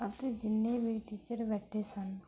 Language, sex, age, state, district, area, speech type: Punjabi, female, 18-30, Punjab, Mansa, rural, spontaneous